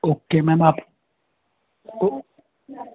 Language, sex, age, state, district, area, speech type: Hindi, male, 18-30, Uttar Pradesh, Ghazipur, rural, conversation